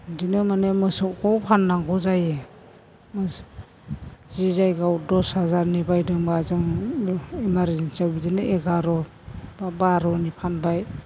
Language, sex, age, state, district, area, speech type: Bodo, female, 60+, Assam, Chirang, rural, spontaneous